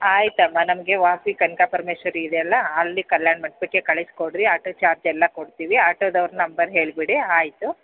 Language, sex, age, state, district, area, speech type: Kannada, female, 45-60, Karnataka, Bellary, rural, conversation